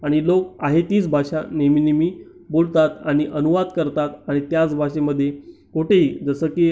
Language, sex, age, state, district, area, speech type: Marathi, male, 30-45, Maharashtra, Amravati, rural, spontaneous